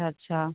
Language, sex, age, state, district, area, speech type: Urdu, female, 30-45, Uttar Pradesh, Rampur, urban, conversation